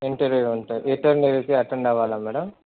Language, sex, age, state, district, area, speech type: Telugu, male, 30-45, Andhra Pradesh, Sri Balaji, urban, conversation